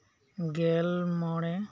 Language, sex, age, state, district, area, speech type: Santali, male, 30-45, West Bengal, Birbhum, rural, spontaneous